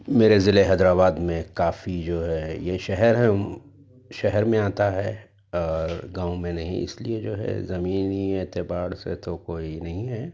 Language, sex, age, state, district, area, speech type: Urdu, male, 30-45, Telangana, Hyderabad, urban, spontaneous